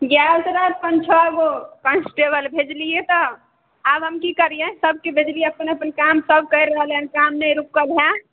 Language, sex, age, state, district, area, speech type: Maithili, female, 18-30, Bihar, Samastipur, urban, conversation